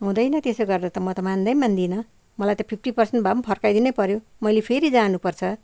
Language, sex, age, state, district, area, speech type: Nepali, female, 60+, West Bengal, Kalimpong, rural, spontaneous